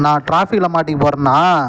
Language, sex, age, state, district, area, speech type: Tamil, male, 30-45, Tamil Nadu, Kallakurichi, rural, read